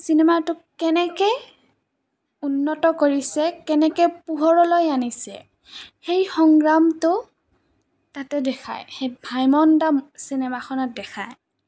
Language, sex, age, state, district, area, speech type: Assamese, female, 18-30, Assam, Goalpara, rural, spontaneous